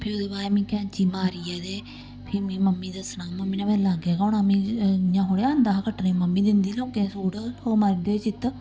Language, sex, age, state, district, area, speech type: Dogri, female, 30-45, Jammu and Kashmir, Samba, rural, spontaneous